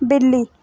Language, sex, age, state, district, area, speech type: Dogri, female, 18-30, Jammu and Kashmir, Reasi, rural, read